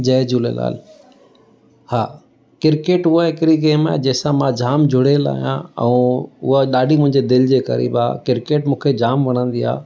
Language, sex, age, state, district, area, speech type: Sindhi, male, 45-60, Maharashtra, Mumbai City, urban, spontaneous